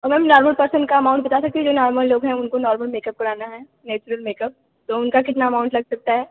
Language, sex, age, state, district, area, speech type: Hindi, female, 18-30, Uttar Pradesh, Bhadohi, rural, conversation